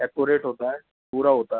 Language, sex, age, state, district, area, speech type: Hindi, male, 30-45, Rajasthan, Jaipur, urban, conversation